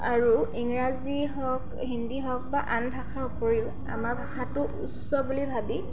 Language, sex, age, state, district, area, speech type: Assamese, female, 18-30, Assam, Sivasagar, rural, spontaneous